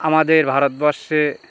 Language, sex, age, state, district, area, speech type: Bengali, male, 60+, West Bengal, North 24 Parganas, rural, spontaneous